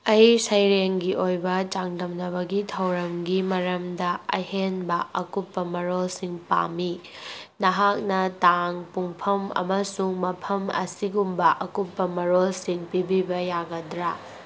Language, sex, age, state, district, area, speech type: Manipuri, female, 18-30, Manipur, Kangpokpi, urban, read